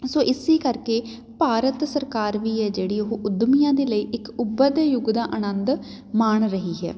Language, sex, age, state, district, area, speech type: Punjabi, female, 30-45, Punjab, Patiala, rural, spontaneous